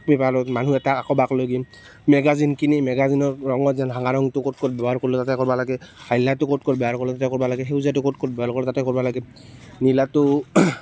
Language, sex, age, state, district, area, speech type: Assamese, male, 18-30, Assam, Biswanath, rural, spontaneous